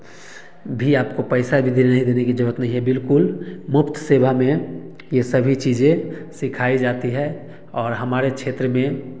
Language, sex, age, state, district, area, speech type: Hindi, male, 30-45, Bihar, Samastipur, rural, spontaneous